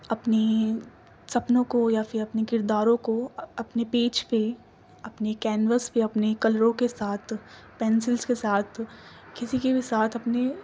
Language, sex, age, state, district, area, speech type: Urdu, female, 18-30, Delhi, East Delhi, urban, spontaneous